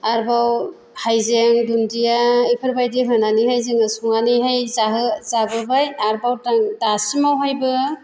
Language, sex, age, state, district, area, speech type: Bodo, female, 60+, Assam, Chirang, rural, spontaneous